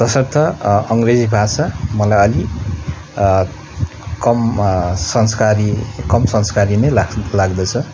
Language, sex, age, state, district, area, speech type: Nepali, male, 18-30, West Bengal, Darjeeling, rural, spontaneous